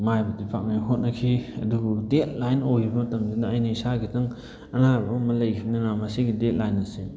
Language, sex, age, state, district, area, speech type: Manipuri, male, 30-45, Manipur, Thoubal, rural, spontaneous